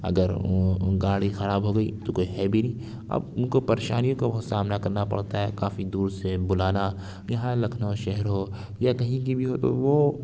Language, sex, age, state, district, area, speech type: Urdu, male, 60+, Uttar Pradesh, Lucknow, urban, spontaneous